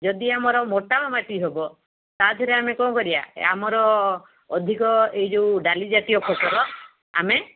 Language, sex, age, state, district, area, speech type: Odia, female, 45-60, Odisha, Balasore, rural, conversation